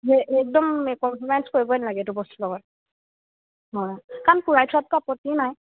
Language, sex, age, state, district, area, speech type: Assamese, female, 18-30, Assam, Golaghat, rural, conversation